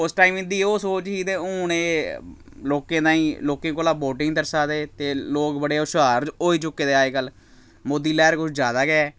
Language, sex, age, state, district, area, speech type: Dogri, male, 30-45, Jammu and Kashmir, Samba, rural, spontaneous